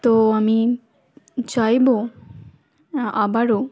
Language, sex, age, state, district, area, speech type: Bengali, female, 18-30, West Bengal, Hooghly, urban, spontaneous